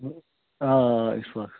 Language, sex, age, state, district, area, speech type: Kashmiri, male, 30-45, Jammu and Kashmir, Bandipora, rural, conversation